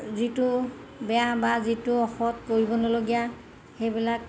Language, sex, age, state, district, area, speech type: Assamese, female, 60+, Assam, Golaghat, urban, spontaneous